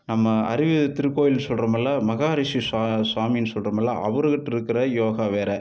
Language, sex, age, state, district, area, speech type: Tamil, male, 60+, Tamil Nadu, Tiruppur, urban, spontaneous